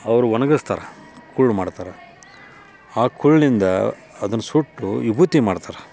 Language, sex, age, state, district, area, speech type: Kannada, male, 45-60, Karnataka, Dharwad, rural, spontaneous